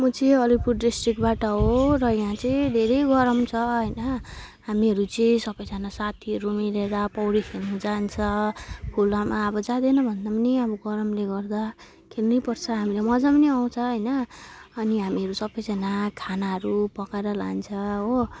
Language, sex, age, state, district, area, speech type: Nepali, female, 18-30, West Bengal, Alipurduar, urban, spontaneous